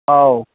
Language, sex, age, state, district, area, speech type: Bodo, male, 45-60, Assam, Kokrajhar, rural, conversation